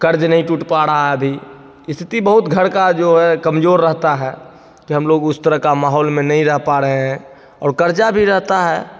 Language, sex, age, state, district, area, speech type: Hindi, male, 30-45, Bihar, Begusarai, rural, spontaneous